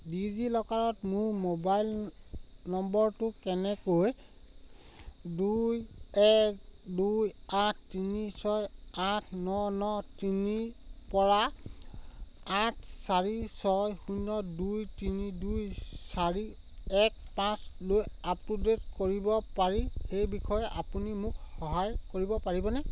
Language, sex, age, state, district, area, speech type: Assamese, male, 30-45, Assam, Sivasagar, rural, read